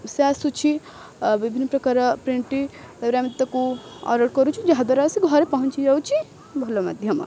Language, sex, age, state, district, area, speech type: Odia, female, 18-30, Odisha, Kendrapara, urban, spontaneous